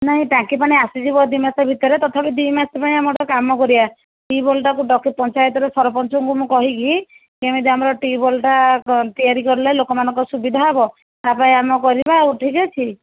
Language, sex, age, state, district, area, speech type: Odia, female, 60+, Odisha, Jajpur, rural, conversation